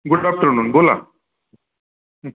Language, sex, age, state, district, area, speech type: Marathi, male, 30-45, Maharashtra, Ahmednagar, rural, conversation